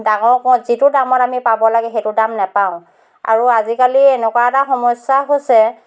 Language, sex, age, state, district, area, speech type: Assamese, female, 60+, Assam, Dhemaji, rural, spontaneous